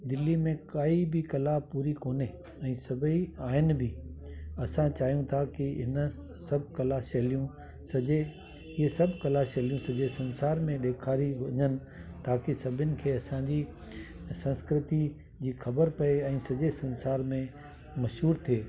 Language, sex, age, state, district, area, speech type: Sindhi, male, 60+, Delhi, South Delhi, urban, spontaneous